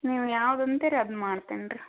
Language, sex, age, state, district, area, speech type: Kannada, female, 18-30, Karnataka, Koppal, rural, conversation